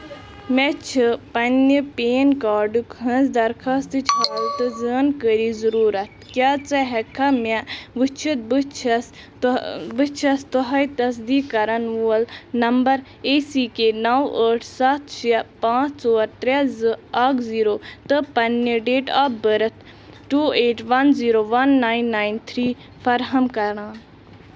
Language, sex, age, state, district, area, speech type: Kashmiri, female, 18-30, Jammu and Kashmir, Bandipora, rural, read